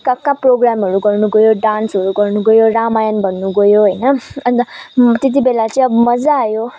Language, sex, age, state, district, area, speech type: Nepali, female, 18-30, West Bengal, Kalimpong, rural, spontaneous